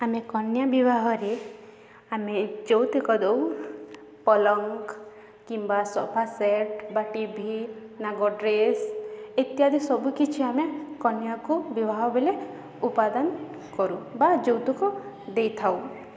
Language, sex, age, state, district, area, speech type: Odia, female, 18-30, Odisha, Balangir, urban, spontaneous